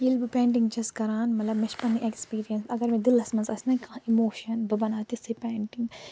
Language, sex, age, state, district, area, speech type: Kashmiri, female, 45-60, Jammu and Kashmir, Ganderbal, urban, spontaneous